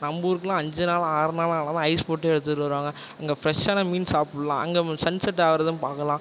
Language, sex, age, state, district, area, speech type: Tamil, male, 18-30, Tamil Nadu, Tiruvarur, rural, spontaneous